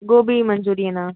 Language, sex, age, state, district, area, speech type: Tamil, female, 30-45, Tamil Nadu, Pudukkottai, rural, conversation